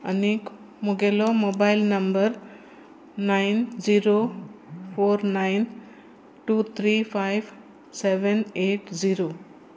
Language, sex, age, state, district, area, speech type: Goan Konkani, female, 60+, Goa, Sanguem, rural, spontaneous